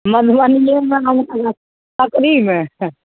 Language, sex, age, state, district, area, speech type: Maithili, female, 45-60, Bihar, Samastipur, urban, conversation